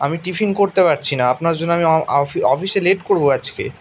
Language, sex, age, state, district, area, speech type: Bengali, male, 18-30, West Bengal, Bankura, urban, spontaneous